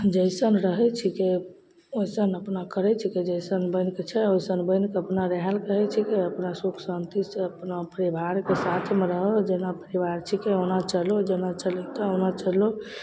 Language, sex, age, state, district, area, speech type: Maithili, female, 30-45, Bihar, Begusarai, rural, spontaneous